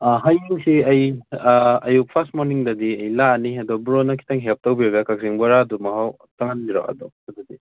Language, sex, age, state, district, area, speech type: Manipuri, male, 18-30, Manipur, Kakching, rural, conversation